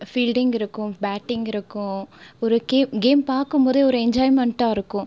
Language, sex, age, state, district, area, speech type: Tamil, female, 18-30, Tamil Nadu, Cuddalore, urban, spontaneous